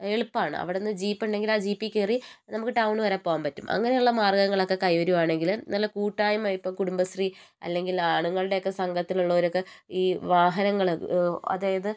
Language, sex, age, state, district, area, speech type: Malayalam, female, 60+, Kerala, Wayanad, rural, spontaneous